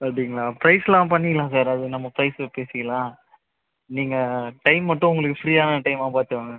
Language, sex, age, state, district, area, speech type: Tamil, male, 30-45, Tamil Nadu, Viluppuram, rural, conversation